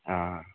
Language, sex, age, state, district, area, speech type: Nepali, male, 30-45, West Bengal, Kalimpong, rural, conversation